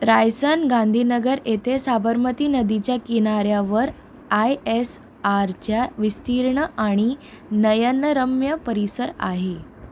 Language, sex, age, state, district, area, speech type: Marathi, female, 18-30, Maharashtra, Mumbai Suburban, urban, read